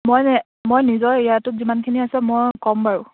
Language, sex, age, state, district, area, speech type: Assamese, female, 18-30, Assam, Charaideo, rural, conversation